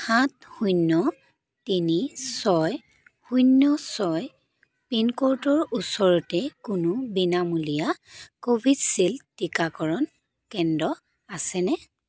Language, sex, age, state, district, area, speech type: Assamese, female, 30-45, Assam, Dibrugarh, rural, read